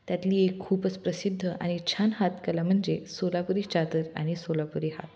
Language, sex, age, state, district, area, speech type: Marathi, female, 18-30, Maharashtra, Osmanabad, rural, spontaneous